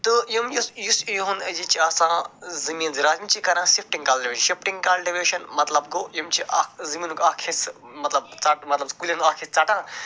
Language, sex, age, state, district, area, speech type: Kashmiri, male, 45-60, Jammu and Kashmir, Budgam, rural, spontaneous